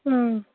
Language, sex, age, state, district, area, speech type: Kashmiri, female, 30-45, Jammu and Kashmir, Ganderbal, rural, conversation